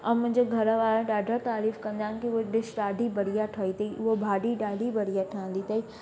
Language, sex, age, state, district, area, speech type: Sindhi, female, 18-30, Madhya Pradesh, Katni, urban, spontaneous